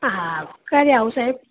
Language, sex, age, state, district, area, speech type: Gujarati, male, 60+, Gujarat, Aravalli, urban, conversation